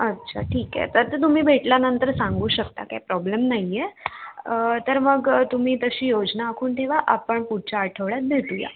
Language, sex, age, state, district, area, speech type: Marathi, female, 18-30, Maharashtra, Raigad, rural, conversation